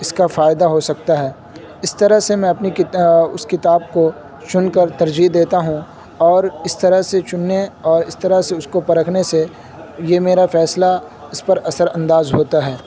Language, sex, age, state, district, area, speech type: Urdu, male, 18-30, Uttar Pradesh, Saharanpur, urban, spontaneous